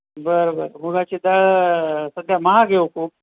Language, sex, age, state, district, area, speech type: Marathi, male, 30-45, Maharashtra, Nanded, rural, conversation